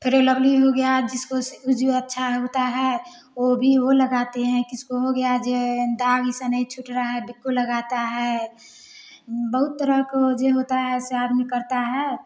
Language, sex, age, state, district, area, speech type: Hindi, female, 18-30, Bihar, Samastipur, rural, spontaneous